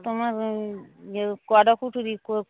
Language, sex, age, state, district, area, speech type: Bengali, female, 60+, West Bengal, Darjeeling, urban, conversation